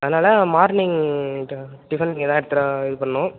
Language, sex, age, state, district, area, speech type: Tamil, male, 30-45, Tamil Nadu, Tiruvarur, rural, conversation